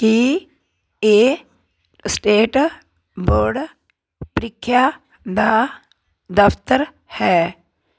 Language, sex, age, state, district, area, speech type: Punjabi, female, 60+, Punjab, Muktsar, urban, read